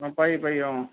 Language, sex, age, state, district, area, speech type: Assamese, male, 30-45, Assam, Lakhimpur, rural, conversation